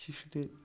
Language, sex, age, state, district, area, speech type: Bengali, male, 30-45, West Bengal, North 24 Parganas, rural, spontaneous